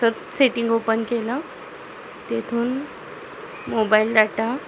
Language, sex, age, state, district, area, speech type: Marathi, female, 18-30, Maharashtra, Satara, rural, spontaneous